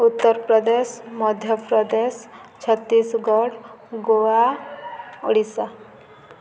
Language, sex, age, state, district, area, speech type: Odia, female, 18-30, Odisha, Subarnapur, urban, spontaneous